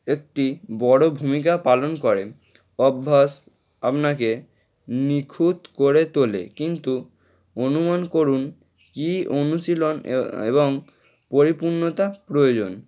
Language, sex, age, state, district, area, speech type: Bengali, male, 18-30, West Bengal, Howrah, urban, spontaneous